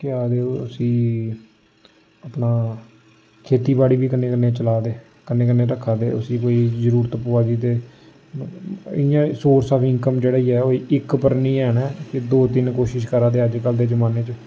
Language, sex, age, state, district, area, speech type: Dogri, male, 18-30, Jammu and Kashmir, Samba, urban, spontaneous